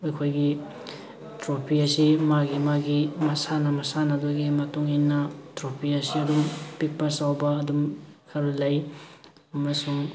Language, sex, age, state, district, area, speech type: Manipuri, male, 30-45, Manipur, Thoubal, rural, spontaneous